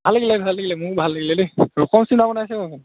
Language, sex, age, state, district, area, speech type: Assamese, male, 18-30, Assam, Charaideo, rural, conversation